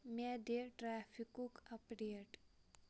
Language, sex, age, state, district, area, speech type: Kashmiri, female, 18-30, Jammu and Kashmir, Shopian, rural, read